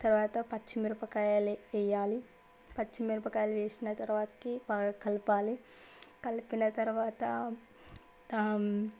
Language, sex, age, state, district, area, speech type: Telugu, female, 18-30, Telangana, Medchal, urban, spontaneous